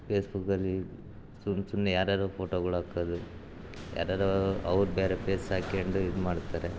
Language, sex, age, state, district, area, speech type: Kannada, male, 30-45, Karnataka, Chitradurga, rural, spontaneous